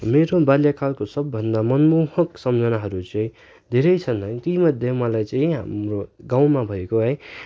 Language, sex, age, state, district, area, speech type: Nepali, male, 18-30, West Bengal, Darjeeling, rural, spontaneous